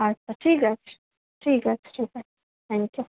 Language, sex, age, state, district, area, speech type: Bengali, female, 18-30, West Bengal, Kolkata, urban, conversation